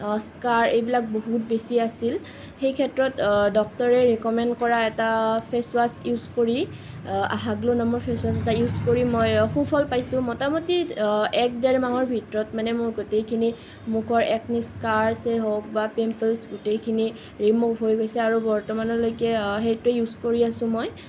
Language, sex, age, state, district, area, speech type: Assamese, female, 18-30, Assam, Nalbari, rural, spontaneous